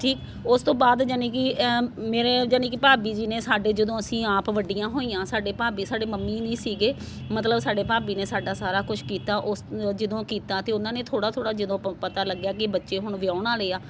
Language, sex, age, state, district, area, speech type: Punjabi, female, 45-60, Punjab, Faridkot, urban, spontaneous